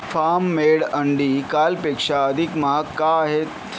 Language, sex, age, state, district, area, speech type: Marathi, male, 45-60, Maharashtra, Yavatmal, urban, read